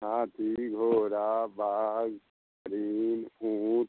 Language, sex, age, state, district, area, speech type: Hindi, male, 60+, Bihar, Samastipur, urban, conversation